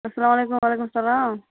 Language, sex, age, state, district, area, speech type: Kashmiri, female, 30-45, Jammu and Kashmir, Budgam, rural, conversation